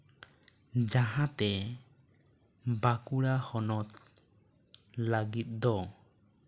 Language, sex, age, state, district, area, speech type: Santali, male, 18-30, West Bengal, Bankura, rural, spontaneous